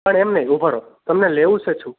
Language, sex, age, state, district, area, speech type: Gujarati, male, 18-30, Gujarat, Surat, rural, conversation